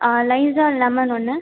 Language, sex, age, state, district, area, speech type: Tamil, female, 18-30, Tamil Nadu, Viluppuram, urban, conversation